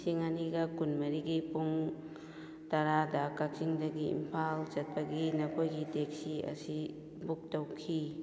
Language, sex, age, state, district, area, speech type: Manipuri, female, 45-60, Manipur, Kakching, rural, spontaneous